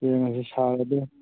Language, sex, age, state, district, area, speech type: Manipuri, male, 30-45, Manipur, Thoubal, rural, conversation